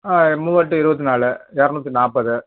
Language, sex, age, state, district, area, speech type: Tamil, male, 60+, Tamil Nadu, Perambalur, urban, conversation